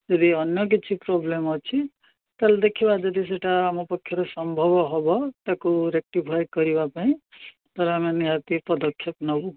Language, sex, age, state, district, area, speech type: Odia, male, 60+, Odisha, Gajapati, rural, conversation